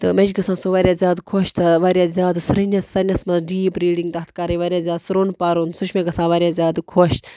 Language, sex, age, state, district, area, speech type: Kashmiri, female, 45-60, Jammu and Kashmir, Budgam, rural, spontaneous